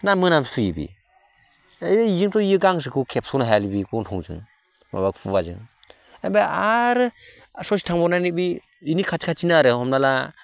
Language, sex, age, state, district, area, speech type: Bodo, male, 45-60, Assam, Baksa, rural, spontaneous